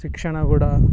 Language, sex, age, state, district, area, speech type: Kannada, male, 30-45, Karnataka, Dakshina Kannada, rural, spontaneous